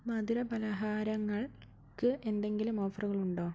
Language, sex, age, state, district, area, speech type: Malayalam, female, 30-45, Kerala, Wayanad, rural, read